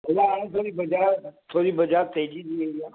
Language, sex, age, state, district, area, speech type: Sindhi, male, 60+, Maharashtra, Mumbai Suburban, urban, conversation